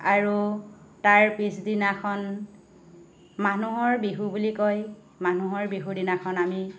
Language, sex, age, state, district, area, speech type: Assamese, female, 45-60, Assam, Lakhimpur, rural, spontaneous